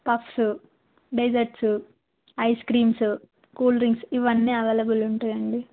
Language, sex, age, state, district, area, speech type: Telugu, female, 18-30, Telangana, Jayashankar, urban, conversation